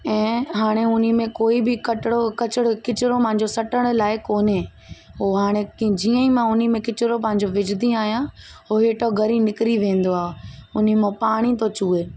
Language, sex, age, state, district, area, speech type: Sindhi, female, 18-30, Uttar Pradesh, Lucknow, urban, spontaneous